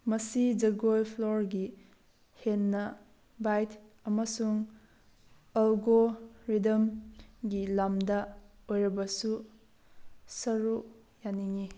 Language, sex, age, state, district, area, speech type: Manipuri, female, 30-45, Manipur, Tengnoupal, rural, spontaneous